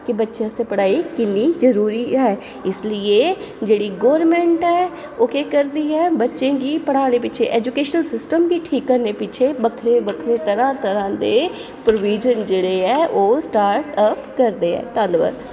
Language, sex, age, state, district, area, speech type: Dogri, female, 30-45, Jammu and Kashmir, Jammu, urban, spontaneous